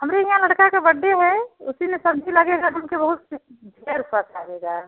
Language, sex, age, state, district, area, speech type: Hindi, female, 45-60, Uttar Pradesh, Prayagraj, rural, conversation